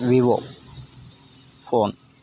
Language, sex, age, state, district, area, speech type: Telugu, male, 60+, Andhra Pradesh, Vizianagaram, rural, spontaneous